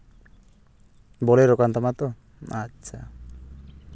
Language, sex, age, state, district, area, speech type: Santali, male, 18-30, West Bengal, Purulia, rural, spontaneous